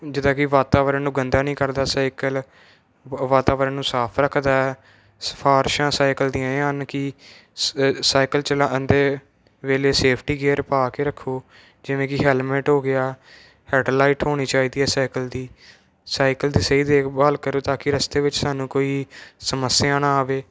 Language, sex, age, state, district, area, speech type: Punjabi, male, 18-30, Punjab, Moga, rural, spontaneous